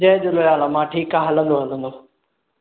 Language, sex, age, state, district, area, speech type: Sindhi, male, 18-30, Maharashtra, Thane, urban, conversation